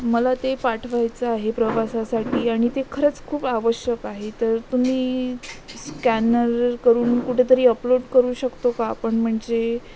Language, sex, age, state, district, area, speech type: Marathi, female, 18-30, Maharashtra, Amravati, rural, spontaneous